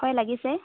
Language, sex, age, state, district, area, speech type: Assamese, female, 18-30, Assam, Dhemaji, rural, conversation